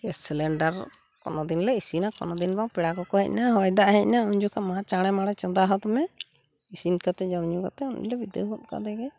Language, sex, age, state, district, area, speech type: Santali, female, 45-60, West Bengal, Purulia, rural, spontaneous